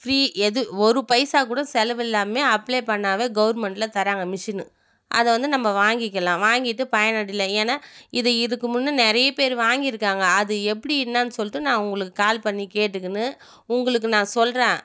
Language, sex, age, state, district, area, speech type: Tamil, female, 30-45, Tamil Nadu, Viluppuram, rural, spontaneous